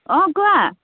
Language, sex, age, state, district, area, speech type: Assamese, female, 45-60, Assam, Biswanath, rural, conversation